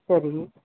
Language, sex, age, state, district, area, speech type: Tamil, female, 60+, Tamil Nadu, Sivaganga, rural, conversation